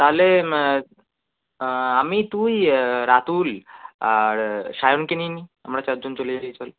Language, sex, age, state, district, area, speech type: Bengali, male, 18-30, West Bengal, Kolkata, urban, conversation